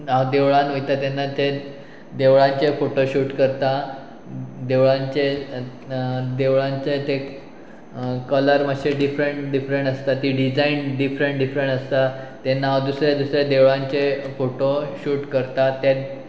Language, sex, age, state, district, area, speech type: Goan Konkani, male, 30-45, Goa, Pernem, rural, spontaneous